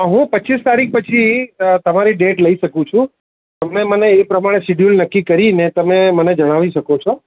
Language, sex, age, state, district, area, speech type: Gujarati, male, 45-60, Gujarat, Ahmedabad, urban, conversation